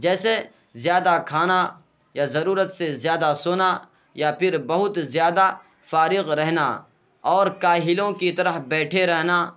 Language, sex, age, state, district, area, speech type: Urdu, male, 18-30, Bihar, Purnia, rural, spontaneous